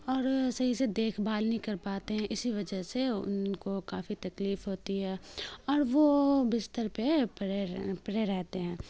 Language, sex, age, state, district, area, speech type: Urdu, female, 18-30, Bihar, Khagaria, rural, spontaneous